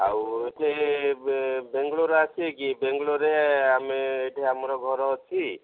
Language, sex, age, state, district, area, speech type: Odia, male, 45-60, Odisha, Koraput, rural, conversation